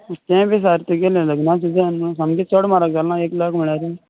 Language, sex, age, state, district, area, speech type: Goan Konkani, male, 18-30, Goa, Canacona, rural, conversation